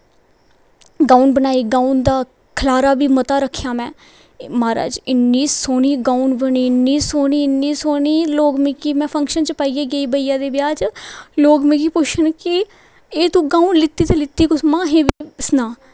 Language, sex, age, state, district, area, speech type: Dogri, female, 18-30, Jammu and Kashmir, Kathua, rural, spontaneous